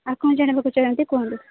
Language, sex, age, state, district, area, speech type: Odia, female, 30-45, Odisha, Sambalpur, rural, conversation